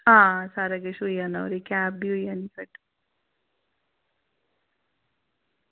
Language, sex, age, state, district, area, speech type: Dogri, female, 30-45, Jammu and Kashmir, Reasi, rural, conversation